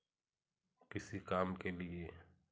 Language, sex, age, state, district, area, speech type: Hindi, male, 45-60, Uttar Pradesh, Jaunpur, urban, spontaneous